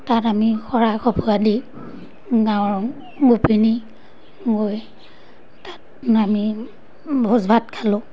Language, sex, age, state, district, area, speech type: Assamese, female, 30-45, Assam, Majuli, urban, spontaneous